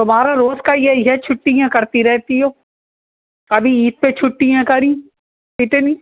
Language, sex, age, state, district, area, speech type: Urdu, female, 60+, Uttar Pradesh, Rampur, urban, conversation